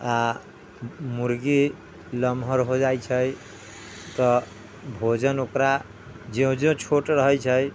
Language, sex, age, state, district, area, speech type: Maithili, male, 60+, Bihar, Sitamarhi, rural, spontaneous